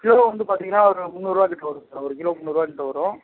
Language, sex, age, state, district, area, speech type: Tamil, male, 45-60, Tamil Nadu, Ariyalur, rural, conversation